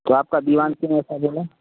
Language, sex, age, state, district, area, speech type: Hindi, male, 60+, Uttar Pradesh, Ayodhya, rural, conversation